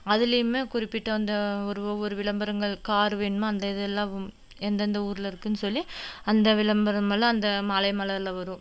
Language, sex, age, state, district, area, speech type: Tamil, female, 30-45, Tamil Nadu, Coimbatore, rural, spontaneous